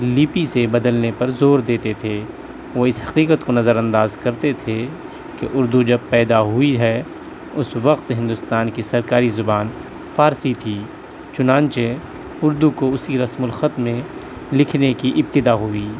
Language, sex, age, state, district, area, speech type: Urdu, male, 18-30, Delhi, South Delhi, urban, spontaneous